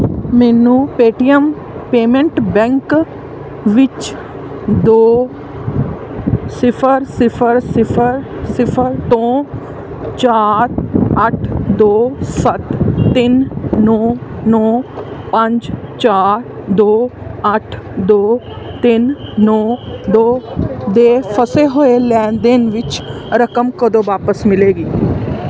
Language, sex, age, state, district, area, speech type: Punjabi, female, 30-45, Punjab, Pathankot, rural, read